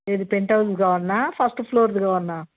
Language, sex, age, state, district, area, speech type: Telugu, female, 60+, Telangana, Hyderabad, urban, conversation